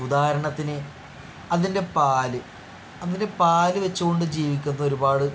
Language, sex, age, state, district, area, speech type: Malayalam, male, 45-60, Kerala, Palakkad, rural, spontaneous